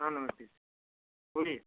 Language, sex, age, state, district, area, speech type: Hindi, male, 18-30, Uttar Pradesh, Chandauli, rural, conversation